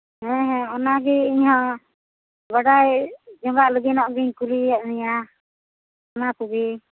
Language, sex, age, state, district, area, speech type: Santali, female, 45-60, West Bengal, Uttar Dinajpur, rural, conversation